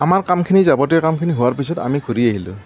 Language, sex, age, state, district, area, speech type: Assamese, male, 60+, Assam, Morigaon, rural, spontaneous